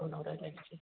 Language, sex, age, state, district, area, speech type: Bodo, male, 60+, Assam, Udalguri, urban, conversation